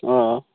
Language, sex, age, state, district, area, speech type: Assamese, male, 18-30, Assam, Darrang, rural, conversation